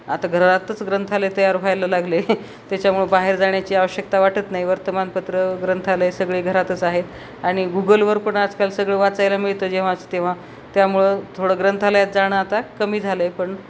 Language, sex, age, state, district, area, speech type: Marathi, female, 45-60, Maharashtra, Nanded, rural, spontaneous